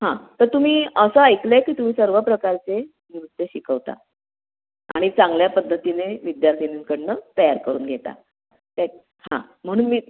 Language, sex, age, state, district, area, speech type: Marathi, female, 60+, Maharashtra, Nashik, urban, conversation